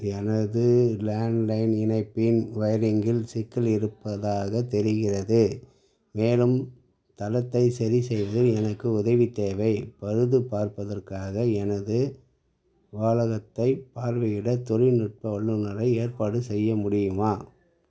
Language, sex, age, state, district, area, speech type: Tamil, male, 45-60, Tamil Nadu, Tiruvannamalai, rural, read